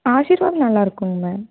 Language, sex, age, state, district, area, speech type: Tamil, female, 18-30, Tamil Nadu, Erode, rural, conversation